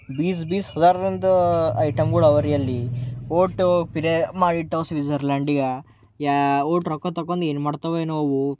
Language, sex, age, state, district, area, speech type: Kannada, male, 18-30, Karnataka, Bidar, urban, spontaneous